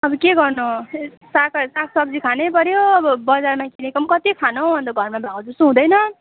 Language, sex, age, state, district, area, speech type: Nepali, female, 18-30, West Bengal, Darjeeling, rural, conversation